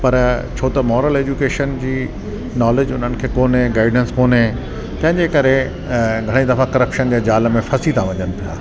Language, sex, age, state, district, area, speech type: Sindhi, male, 60+, Delhi, South Delhi, urban, spontaneous